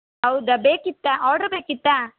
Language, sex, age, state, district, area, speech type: Kannada, female, 30-45, Karnataka, Shimoga, rural, conversation